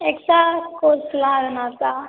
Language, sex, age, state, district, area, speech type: Tamil, female, 18-30, Tamil Nadu, Cuddalore, rural, conversation